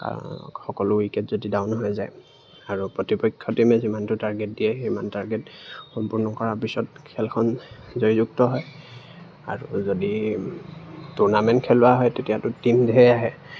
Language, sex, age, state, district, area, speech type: Assamese, male, 18-30, Assam, Lakhimpur, urban, spontaneous